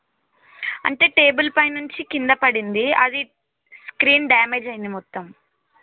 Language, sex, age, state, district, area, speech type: Telugu, female, 18-30, Telangana, Yadadri Bhuvanagiri, urban, conversation